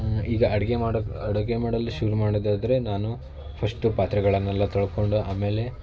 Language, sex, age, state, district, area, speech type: Kannada, male, 18-30, Karnataka, Shimoga, rural, spontaneous